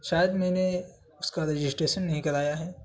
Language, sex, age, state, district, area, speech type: Urdu, male, 18-30, Uttar Pradesh, Saharanpur, urban, spontaneous